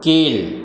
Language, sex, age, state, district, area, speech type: Tamil, male, 60+, Tamil Nadu, Ariyalur, rural, read